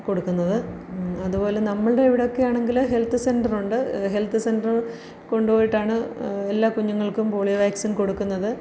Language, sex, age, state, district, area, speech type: Malayalam, female, 30-45, Kerala, Pathanamthitta, rural, spontaneous